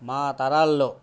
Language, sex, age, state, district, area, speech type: Telugu, male, 60+, Andhra Pradesh, Guntur, urban, spontaneous